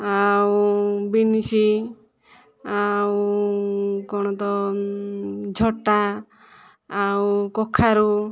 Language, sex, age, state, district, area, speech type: Odia, female, 18-30, Odisha, Kandhamal, rural, spontaneous